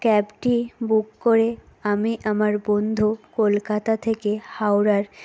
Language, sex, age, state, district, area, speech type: Bengali, female, 18-30, West Bengal, Nadia, rural, spontaneous